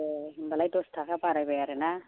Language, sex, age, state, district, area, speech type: Bodo, female, 45-60, Assam, Chirang, rural, conversation